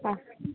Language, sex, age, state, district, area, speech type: Goan Konkani, female, 30-45, Goa, Tiswadi, rural, conversation